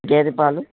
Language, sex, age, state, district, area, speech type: Telugu, male, 30-45, Andhra Pradesh, Kadapa, rural, conversation